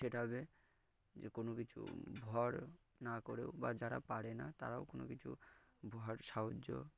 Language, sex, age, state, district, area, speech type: Bengali, male, 18-30, West Bengal, Birbhum, urban, spontaneous